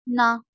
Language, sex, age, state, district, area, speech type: Punjabi, female, 18-30, Punjab, Tarn Taran, rural, read